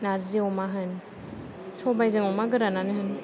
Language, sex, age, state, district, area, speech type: Bodo, female, 30-45, Assam, Chirang, urban, spontaneous